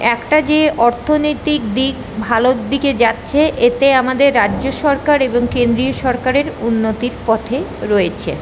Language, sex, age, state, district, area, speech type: Bengali, female, 30-45, West Bengal, Paschim Bardhaman, urban, spontaneous